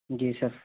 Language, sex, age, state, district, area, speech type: Urdu, male, 18-30, Uttar Pradesh, Saharanpur, urban, conversation